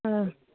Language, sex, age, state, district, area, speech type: Goan Konkani, female, 18-30, Goa, Canacona, rural, conversation